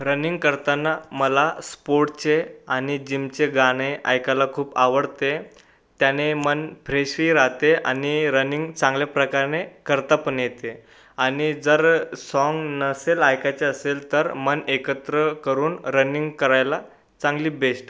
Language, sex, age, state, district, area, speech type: Marathi, male, 18-30, Maharashtra, Buldhana, urban, spontaneous